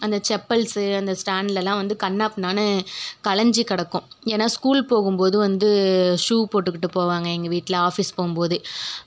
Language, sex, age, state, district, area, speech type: Tamil, female, 30-45, Tamil Nadu, Tiruvarur, urban, spontaneous